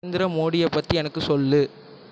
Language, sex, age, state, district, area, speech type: Tamil, male, 18-30, Tamil Nadu, Tiruvarur, rural, read